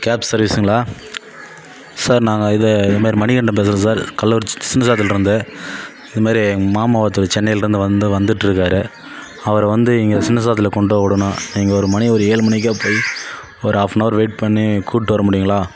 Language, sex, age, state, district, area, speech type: Tamil, male, 30-45, Tamil Nadu, Kallakurichi, urban, spontaneous